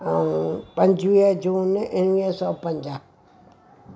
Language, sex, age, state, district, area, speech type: Sindhi, female, 60+, Gujarat, Surat, urban, spontaneous